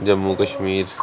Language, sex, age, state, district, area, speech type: Punjabi, male, 30-45, Punjab, Kapurthala, urban, spontaneous